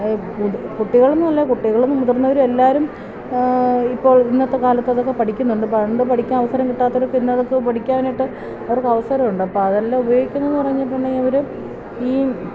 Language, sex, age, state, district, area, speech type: Malayalam, female, 45-60, Kerala, Kottayam, rural, spontaneous